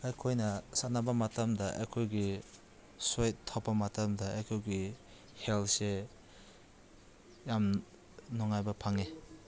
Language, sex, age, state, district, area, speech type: Manipuri, male, 18-30, Manipur, Senapati, rural, spontaneous